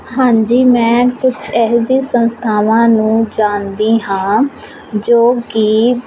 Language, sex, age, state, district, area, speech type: Punjabi, female, 18-30, Punjab, Fazilka, rural, spontaneous